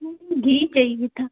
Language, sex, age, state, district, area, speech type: Hindi, female, 18-30, Uttar Pradesh, Azamgarh, rural, conversation